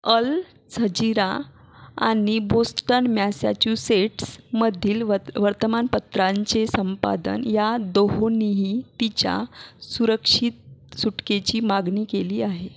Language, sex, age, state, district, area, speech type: Marathi, female, 30-45, Maharashtra, Buldhana, rural, read